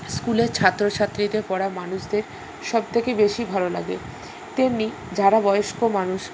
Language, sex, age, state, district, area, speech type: Bengali, female, 60+, West Bengal, Purba Bardhaman, urban, spontaneous